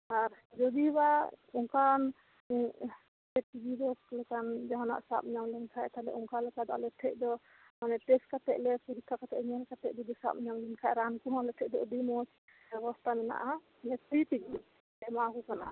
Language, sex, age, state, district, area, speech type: Santali, female, 30-45, West Bengal, Birbhum, rural, conversation